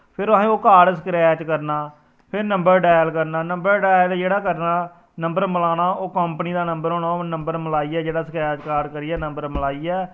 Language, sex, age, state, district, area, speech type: Dogri, male, 30-45, Jammu and Kashmir, Samba, rural, spontaneous